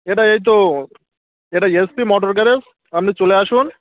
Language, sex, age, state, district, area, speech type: Bengali, male, 30-45, West Bengal, Birbhum, urban, conversation